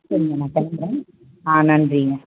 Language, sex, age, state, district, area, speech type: Tamil, female, 30-45, Tamil Nadu, Chengalpattu, urban, conversation